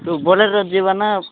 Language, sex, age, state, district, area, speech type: Odia, male, 18-30, Odisha, Nabarangpur, urban, conversation